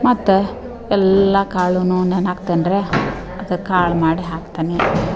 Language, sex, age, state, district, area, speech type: Kannada, female, 45-60, Karnataka, Dharwad, rural, spontaneous